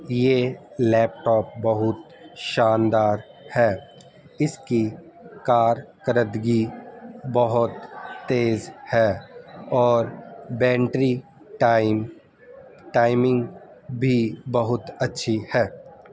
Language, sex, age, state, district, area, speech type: Urdu, male, 30-45, Delhi, North East Delhi, urban, spontaneous